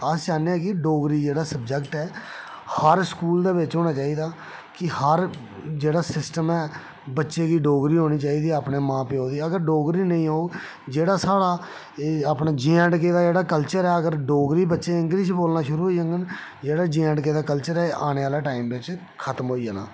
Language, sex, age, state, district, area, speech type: Dogri, male, 30-45, Jammu and Kashmir, Reasi, rural, spontaneous